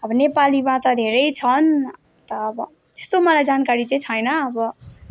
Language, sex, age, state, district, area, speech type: Nepali, female, 18-30, West Bengal, Jalpaiguri, rural, spontaneous